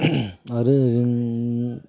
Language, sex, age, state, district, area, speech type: Bodo, male, 45-60, Assam, Udalguri, rural, spontaneous